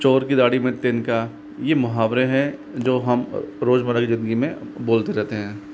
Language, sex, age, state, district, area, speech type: Hindi, male, 18-30, Rajasthan, Jaipur, urban, spontaneous